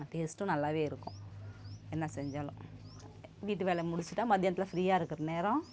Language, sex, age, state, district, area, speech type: Tamil, female, 45-60, Tamil Nadu, Kallakurichi, urban, spontaneous